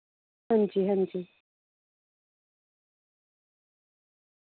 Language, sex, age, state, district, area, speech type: Dogri, female, 30-45, Jammu and Kashmir, Reasi, urban, conversation